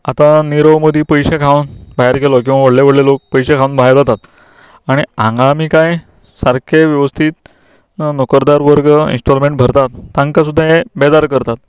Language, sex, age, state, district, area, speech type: Goan Konkani, male, 45-60, Goa, Canacona, rural, spontaneous